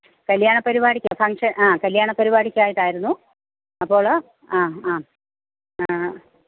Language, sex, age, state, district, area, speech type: Malayalam, female, 45-60, Kerala, Pathanamthitta, rural, conversation